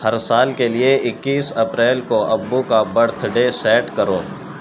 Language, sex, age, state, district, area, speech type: Urdu, male, 18-30, Uttar Pradesh, Gautam Buddha Nagar, rural, read